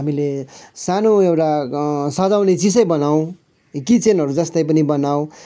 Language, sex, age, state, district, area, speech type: Nepali, male, 45-60, West Bengal, Kalimpong, rural, spontaneous